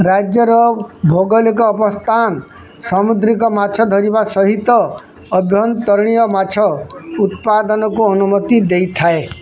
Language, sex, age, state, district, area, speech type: Odia, male, 60+, Odisha, Bargarh, urban, read